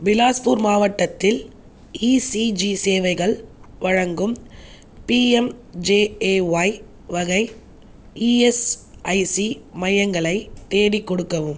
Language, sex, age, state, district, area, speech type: Tamil, female, 30-45, Tamil Nadu, Viluppuram, urban, read